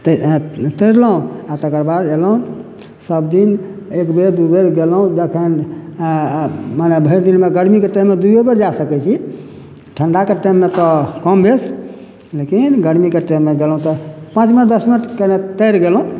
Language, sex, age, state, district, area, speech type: Maithili, male, 60+, Bihar, Madhubani, rural, spontaneous